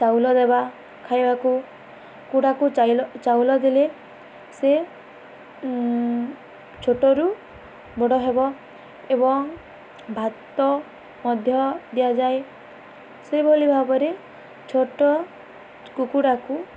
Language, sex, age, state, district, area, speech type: Odia, female, 18-30, Odisha, Balangir, urban, spontaneous